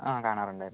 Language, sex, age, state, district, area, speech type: Malayalam, male, 18-30, Kerala, Wayanad, rural, conversation